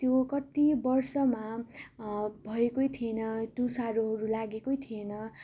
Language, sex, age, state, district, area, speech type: Nepali, female, 18-30, West Bengal, Darjeeling, rural, spontaneous